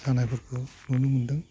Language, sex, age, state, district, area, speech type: Bodo, male, 30-45, Assam, Udalguri, urban, spontaneous